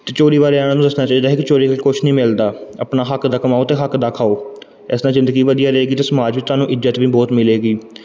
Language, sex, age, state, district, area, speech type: Punjabi, male, 18-30, Punjab, Gurdaspur, urban, spontaneous